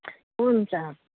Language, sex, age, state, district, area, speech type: Nepali, female, 30-45, West Bengal, Kalimpong, rural, conversation